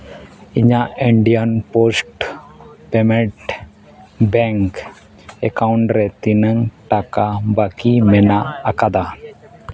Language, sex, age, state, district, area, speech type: Santali, male, 30-45, Jharkhand, East Singhbhum, rural, read